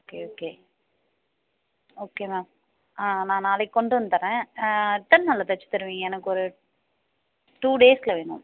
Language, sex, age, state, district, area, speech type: Tamil, female, 30-45, Tamil Nadu, Mayiladuthurai, urban, conversation